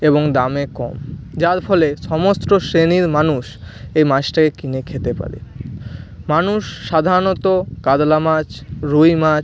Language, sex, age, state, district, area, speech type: Bengali, male, 30-45, West Bengal, Purba Medinipur, rural, spontaneous